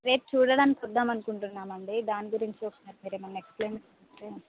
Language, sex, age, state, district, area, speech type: Telugu, female, 30-45, Telangana, Hanamkonda, urban, conversation